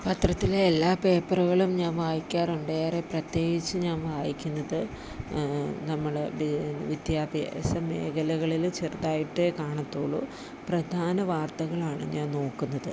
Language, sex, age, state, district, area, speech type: Malayalam, female, 30-45, Kerala, Idukki, rural, spontaneous